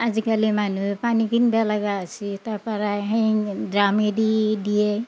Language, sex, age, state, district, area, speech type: Assamese, female, 60+, Assam, Darrang, rural, spontaneous